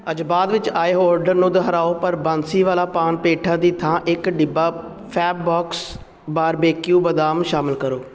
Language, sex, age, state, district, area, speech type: Punjabi, male, 30-45, Punjab, Tarn Taran, urban, read